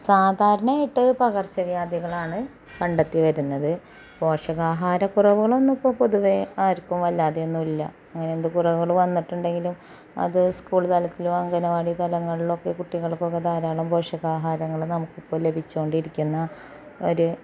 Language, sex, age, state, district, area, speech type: Malayalam, female, 30-45, Kerala, Malappuram, rural, spontaneous